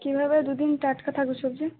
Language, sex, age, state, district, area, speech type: Bengali, female, 18-30, West Bengal, Uttar Dinajpur, urban, conversation